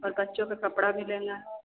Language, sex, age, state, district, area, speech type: Hindi, female, 45-60, Uttar Pradesh, Ayodhya, rural, conversation